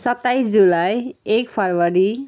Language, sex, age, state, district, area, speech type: Nepali, female, 30-45, West Bengal, Kalimpong, rural, spontaneous